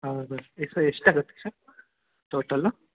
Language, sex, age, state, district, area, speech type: Kannada, male, 18-30, Karnataka, Chikkamagaluru, rural, conversation